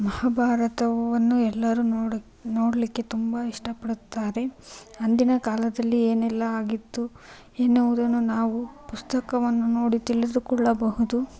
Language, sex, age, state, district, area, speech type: Kannada, female, 18-30, Karnataka, Chitradurga, rural, spontaneous